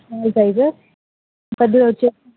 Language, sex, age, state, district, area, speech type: Telugu, female, 18-30, Telangana, Hyderabad, urban, conversation